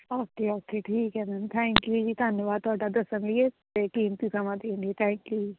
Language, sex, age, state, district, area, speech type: Punjabi, female, 18-30, Punjab, Patiala, rural, conversation